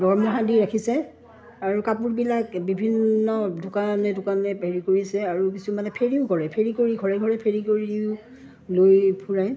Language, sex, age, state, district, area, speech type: Assamese, female, 45-60, Assam, Udalguri, rural, spontaneous